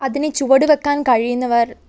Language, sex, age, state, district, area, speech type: Malayalam, female, 30-45, Kerala, Wayanad, rural, spontaneous